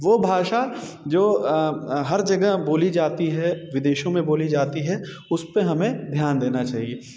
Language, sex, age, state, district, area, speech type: Hindi, male, 30-45, Uttar Pradesh, Bhadohi, urban, spontaneous